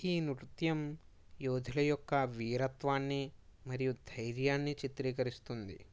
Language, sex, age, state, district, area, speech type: Telugu, male, 30-45, Andhra Pradesh, Kakinada, rural, spontaneous